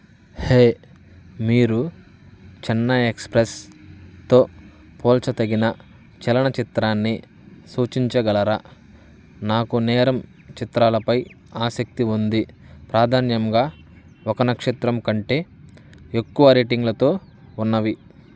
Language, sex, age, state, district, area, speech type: Telugu, male, 30-45, Andhra Pradesh, Bapatla, urban, read